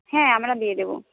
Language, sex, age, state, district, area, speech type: Bengali, female, 45-60, West Bengal, Jhargram, rural, conversation